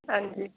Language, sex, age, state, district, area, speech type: Dogri, female, 18-30, Jammu and Kashmir, Jammu, rural, conversation